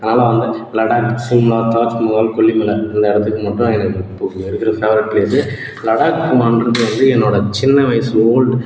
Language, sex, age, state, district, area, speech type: Tamil, male, 18-30, Tamil Nadu, Cuddalore, rural, spontaneous